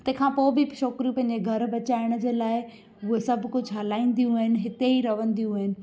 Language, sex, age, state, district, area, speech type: Sindhi, female, 18-30, Gujarat, Junagadh, rural, spontaneous